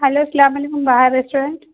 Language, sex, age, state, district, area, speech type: Urdu, female, 30-45, Telangana, Hyderabad, urban, conversation